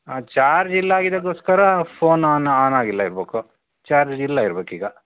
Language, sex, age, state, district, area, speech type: Kannada, male, 45-60, Karnataka, Shimoga, rural, conversation